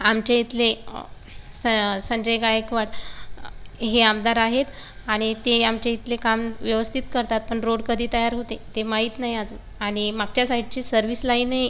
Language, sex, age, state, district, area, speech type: Marathi, female, 18-30, Maharashtra, Buldhana, rural, spontaneous